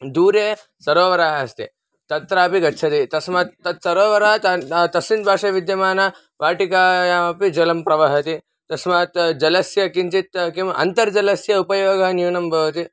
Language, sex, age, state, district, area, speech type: Sanskrit, male, 18-30, Karnataka, Davanagere, rural, spontaneous